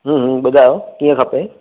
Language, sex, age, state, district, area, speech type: Sindhi, male, 45-60, Maharashtra, Thane, urban, conversation